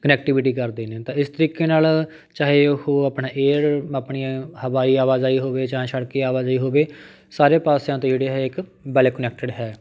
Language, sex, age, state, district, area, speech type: Punjabi, male, 30-45, Punjab, Patiala, urban, spontaneous